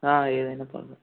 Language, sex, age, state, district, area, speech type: Telugu, male, 18-30, Telangana, Suryapet, urban, conversation